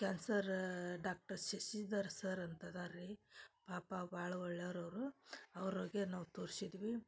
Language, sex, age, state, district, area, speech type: Kannada, female, 30-45, Karnataka, Dharwad, rural, spontaneous